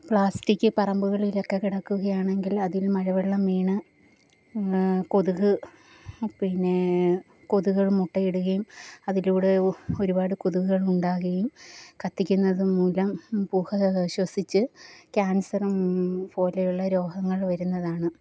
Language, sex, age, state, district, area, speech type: Malayalam, female, 30-45, Kerala, Kollam, rural, spontaneous